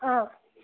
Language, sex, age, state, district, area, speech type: Assamese, female, 18-30, Assam, Majuli, urban, conversation